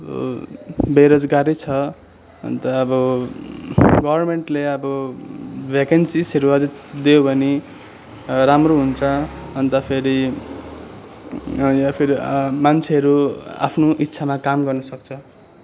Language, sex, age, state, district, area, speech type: Nepali, male, 18-30, West Bengal, Darjeeling, rural, spontaneous